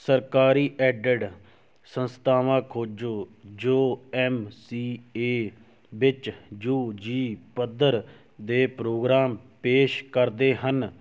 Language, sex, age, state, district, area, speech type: Punjabi, male, 60+, Punjab, Shaheed Bhagat Singh Nagar, rural, read